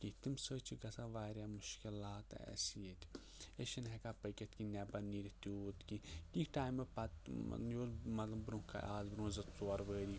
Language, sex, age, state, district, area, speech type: Kashmiri, male, 18-30, Jammu and Kashmir, Kupwara, urban, spontaneous